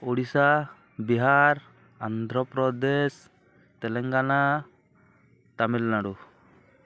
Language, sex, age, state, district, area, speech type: Odia, male, 30-45, Odisha, Balangir, urban, spontaneous